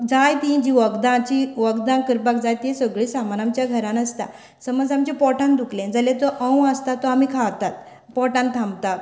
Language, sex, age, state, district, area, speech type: Goan Konkani, female, 45-60, Goa, Canacona, rural, spontaneous